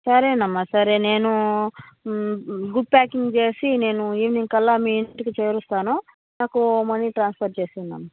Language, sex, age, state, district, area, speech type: Telugu, female, 30-45, Andhra Pradesh, Nellore, rural, conversation